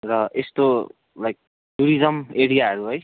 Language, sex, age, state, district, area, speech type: Nepali, male, 18-30, West Bengal, Kalimpong, rural, conversation